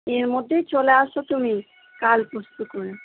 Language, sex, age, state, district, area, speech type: Bengali, female, 45-60, West Bengal, Purba Bardhaman, rural, conversation